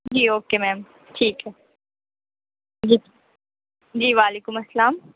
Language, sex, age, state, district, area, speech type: Urdu, female, 18-30, Bihar, Gaya, urban, conversation